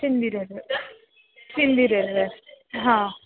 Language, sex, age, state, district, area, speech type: Marathi, female, 30-45, Maharashtra, Wardha, rural, conversation